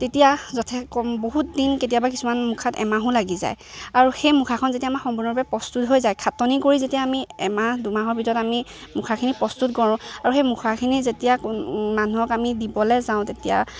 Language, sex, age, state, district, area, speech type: Assamese, female, 18-30, Assam, Lakhimpur, urban, spontaneous